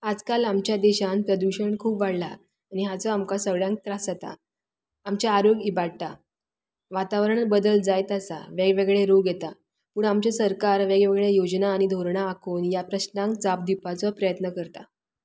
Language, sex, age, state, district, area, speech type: Goan Konkani, female, 30-45, Goa, Tiswadi, rural, spontaneous